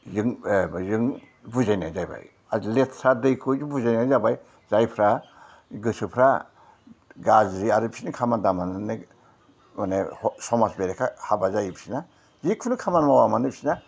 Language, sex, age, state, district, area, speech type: Bodo, male, 60+, Assam, Udalguri, urban, spontaneous